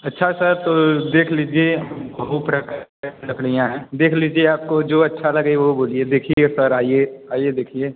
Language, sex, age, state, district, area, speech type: Hindi, male, 18-30, Uttar Pradesh, Mirzapur, rural, conversation